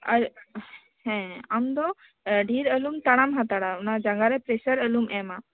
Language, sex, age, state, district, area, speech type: Santali, female, 30-45, West Bengal, Birbhum, rural, conversation